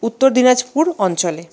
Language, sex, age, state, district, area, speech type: Bengali, female, 30-45, West Bengal, Paschim Bardhaman, urban, spontaneous